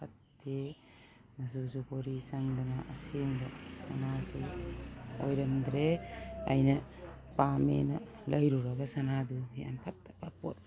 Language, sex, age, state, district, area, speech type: Manipuri, female, 60+, Manipur, Imphal East, rural, spontaneous